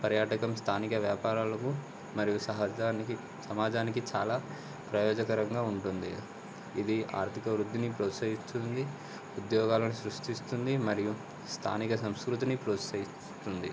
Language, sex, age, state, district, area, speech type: Telugu, male, 18-30, Telangana, Komaram Bheem, urban, spontaneous